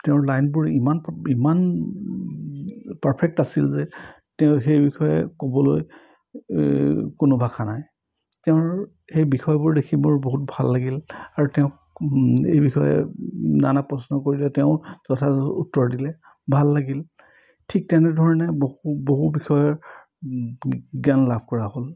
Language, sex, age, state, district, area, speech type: Assamese, male, 60+, Assam, Charaideo, urban, spontaneous